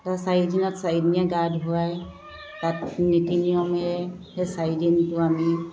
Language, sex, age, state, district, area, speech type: Assamese, female, 60+, Assam, Dibrugarh, urban, spontaneous